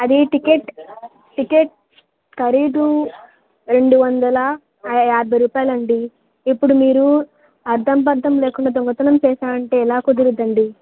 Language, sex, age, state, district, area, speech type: Telugu, female, 18-30, Telangana, Nalgonda, urban, conversation